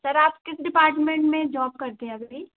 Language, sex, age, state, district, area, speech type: Hindi, female, 18-30, Madhya Pradesh, Gwalior, urban, conversation